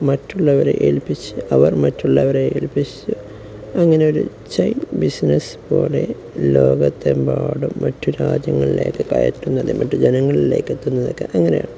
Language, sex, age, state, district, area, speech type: Malayalam, male, 18-30, Kerala, Kozhikode, rural, spontaneous